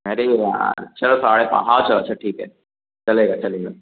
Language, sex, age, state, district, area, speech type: Hindi, male, 18-30, Madhya Pradesh, Jabalpur, urban, conversation